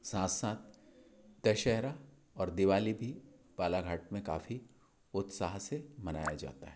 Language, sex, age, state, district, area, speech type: Hindi, male, 60+, Madhya Pradesh, Balaghat, rural, spontaneous